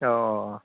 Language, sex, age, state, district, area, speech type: Bodo, male, 30-45, Assam, Baksa, urban, conversation